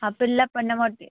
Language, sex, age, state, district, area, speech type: Tamil, female, 18-30, Tamil Nadu, Krishnagiri, rural, conversation